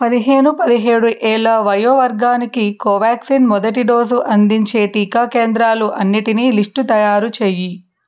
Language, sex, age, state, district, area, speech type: Telugu, female, 45-60, Andhra Pradesh, N T Rama Rao, urban, read